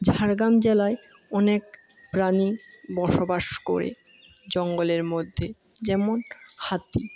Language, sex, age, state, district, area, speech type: Bengali, male, 18-30, West Bengal, Jhargram, rural, spontaneous